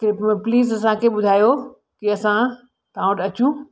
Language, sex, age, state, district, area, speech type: Sindhi, female, 60+, Delhi, South Delhi, urban, spontaneous